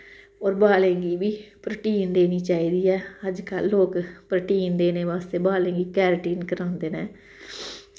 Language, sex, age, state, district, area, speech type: Dogri, female, 30-45, Jammu and Kashmir, Samba, rural, spontaneous